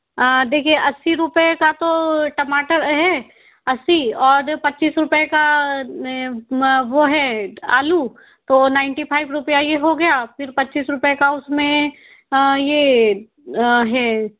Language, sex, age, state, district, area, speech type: Hindi, female, 18-30, Madhya Pradesh, Indore, urban, conversation